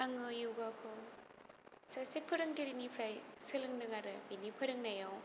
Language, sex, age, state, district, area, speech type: Bodo, female, 18-30, Assam, Kokrajhar, rural, spontaneous